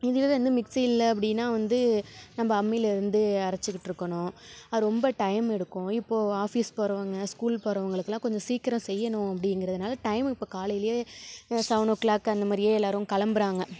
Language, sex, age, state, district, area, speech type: Tamil, female, 30-45, Tamil Nadu, Mayiladuthurai, urban, spontaneous